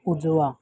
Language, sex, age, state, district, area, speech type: Marathi, male, 18-30, Maharashtra, Ratnagiri, urban, read